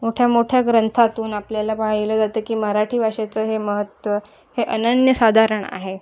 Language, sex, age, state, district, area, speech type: Marathi, female, 18-30, Maharashtra, Ratnagiri, urban, spontaneous